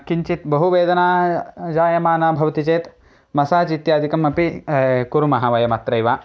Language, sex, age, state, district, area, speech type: Sanskrit, male, 18-30, Karnataka, Chikkamagaluru, rural, spontaneous